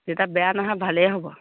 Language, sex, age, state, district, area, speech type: Assamese, female, 30-45, Assam, Lakhimpur, rural, conversation